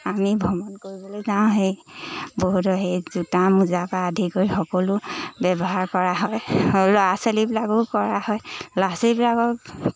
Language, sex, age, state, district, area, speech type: Assamese, female, 18-30, Assam, Lakhimpur, urban, spontaneous